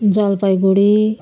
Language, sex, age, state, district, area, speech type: Nepali, female, 60+, West Bengal, Jalpaiguri, urban, spontaneous